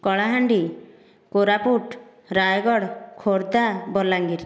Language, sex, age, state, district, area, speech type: Odia, female, 60+, Odisha, Dhenkanal, rural, spontaneous